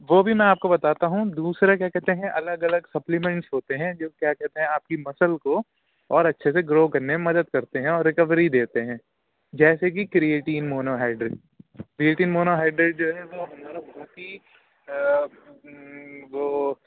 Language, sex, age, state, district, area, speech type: Urdu, male, 18-30, Uttar Pradesh, Rampur, urban, conversation